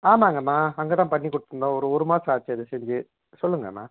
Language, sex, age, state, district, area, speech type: Tamil, male, 45-60, Tamil Nadu, Erode, urban, conversation